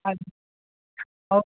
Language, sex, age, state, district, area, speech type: Odia, male, 45-60, Odisha, Nabarangpur, rural, conversation